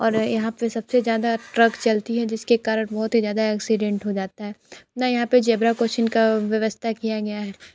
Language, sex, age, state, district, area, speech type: Hindi, female, 45-60, Uttar Pradesh, Sonbhadra, rural, spontaneous